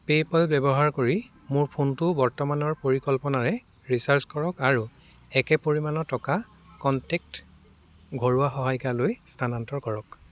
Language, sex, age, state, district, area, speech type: Assamese, male, 18-30, Assam, Dibrugarh, rural, read